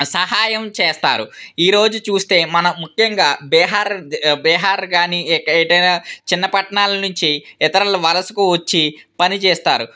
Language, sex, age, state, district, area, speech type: Telugu, male, 18-30, Andhra Pradesh, Vizianagaram, urban, spontaneous